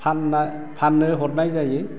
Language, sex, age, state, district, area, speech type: Bodo, male, 60+, Assam, Chirang, rural, spontaneous